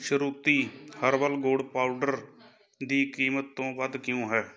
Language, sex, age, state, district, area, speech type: Punjabi, male, 30-45, Punjab, Shaheed Bhagat Singh Nagar, rural, read